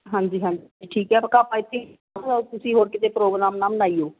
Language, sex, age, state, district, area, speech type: Punjabi, female, 45-60, Punjab, Jalandhar, rural, conversation